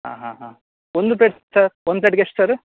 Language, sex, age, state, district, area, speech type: Kannada, male, 30-45, Karnataka, Udupi, rural, conversation